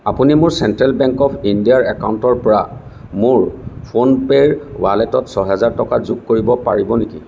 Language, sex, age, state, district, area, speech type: Assamese, male, 45-60, Assam, Lakhimpur, rural, read